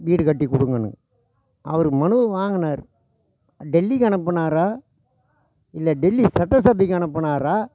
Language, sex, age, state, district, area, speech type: Tamil, male, 60+, Tamil Nadu, Tiruvannamalai, rural, spontaneous